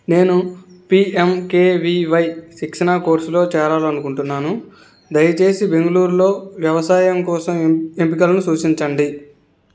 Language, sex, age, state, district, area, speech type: Telugu, male, 18-30, Andhra Pradesh, N T Rama Rao, urban, read